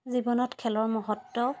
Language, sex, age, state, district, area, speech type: Assamese, female, 18-30, Assam, Sivasagar, rural, spontaneous